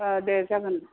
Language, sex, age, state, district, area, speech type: Bodo, female, 60+, Assam, Kokrajhar, rural, conversation